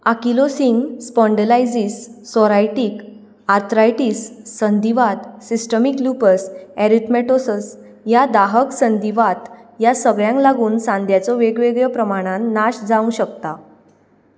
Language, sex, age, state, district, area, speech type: Goan Konkani, female, 18-30, Goa, Ponda, rural, read